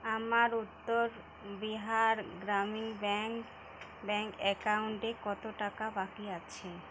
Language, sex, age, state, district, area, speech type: Bengali, female, 30-45, West Bengal, Uttar Dinajpur, urban, read